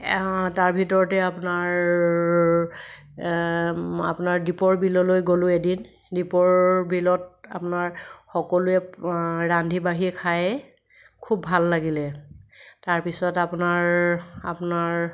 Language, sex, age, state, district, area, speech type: Assamese, female, 30-45, Assam, Kamrup Metropolitan, urban, spontaneous